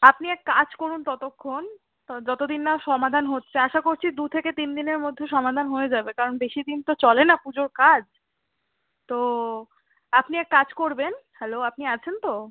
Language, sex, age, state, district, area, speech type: Bengali, female, 18-30, West Bengal, Kolkata, urban, conversation